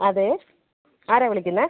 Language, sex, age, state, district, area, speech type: Malayalam, female, 30-45, Kerala, Alappuzha, rural, conversation